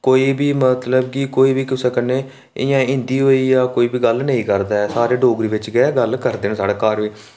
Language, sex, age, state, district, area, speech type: Dogri, male, 18-30, Jammu and Kashmir, Reasi, rural, spontaneous